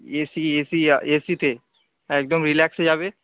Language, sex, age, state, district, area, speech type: Bengali, male, 18-30, West Bengal, Darjeeling, urban, conversation